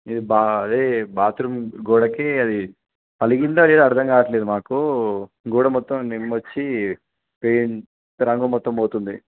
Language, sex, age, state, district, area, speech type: Telugu, male, 18-30, Telangana, Kamareddy, urban, conversation